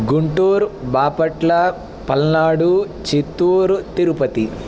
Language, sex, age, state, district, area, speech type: Sanskrit, male, 18-30, Andhra Pradesh, Palnadu, rural, spontaneous